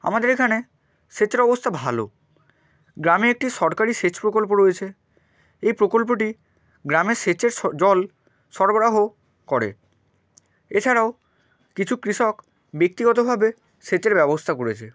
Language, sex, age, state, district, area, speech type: Bengali, male, 30-45, West Bengal, Purba Medinipur, rural, spontaneous